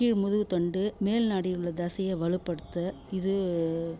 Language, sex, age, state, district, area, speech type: Tamil, female, 60+, Tamil Nadu, Kallakurichi, rural, spontaneous